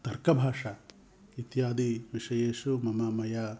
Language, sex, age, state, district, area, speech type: Sanskrit, male, 60+, Andhra Pradesh, Visakhapatnam, urban, spontaneous